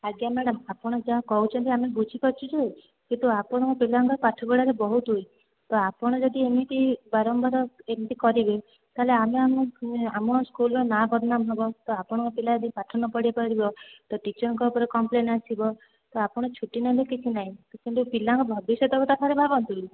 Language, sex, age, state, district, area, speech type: Odia, female, 18-30, Odisha, Kendrapara, urban, conversation